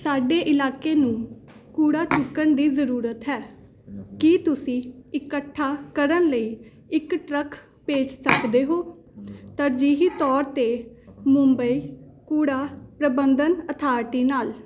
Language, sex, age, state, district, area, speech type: Punjabi, female, 18-30, Punjab, Hoshiarpur, urban, read